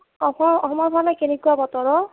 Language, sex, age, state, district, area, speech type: Assamese, female, 30-45, Assam, Nagaon, rural, conversation